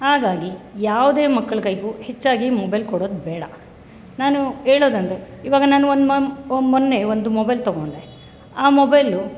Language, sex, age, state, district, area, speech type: Kannada, male, 30-45, Karnataka, Bangalore Rural, rural, spontaneous